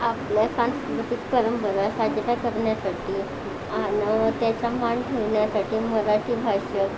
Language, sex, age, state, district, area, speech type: Marathi, female, 30-45, Maharashtra, Nagpur, urban, spontaneous